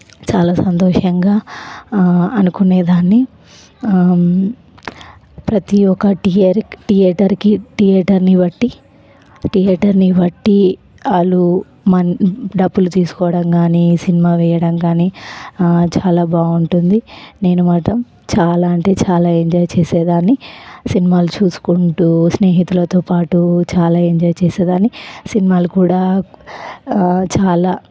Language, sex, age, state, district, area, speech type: Telugu, female, 18-30, Telangana, Nalgonda, urban, spontaneous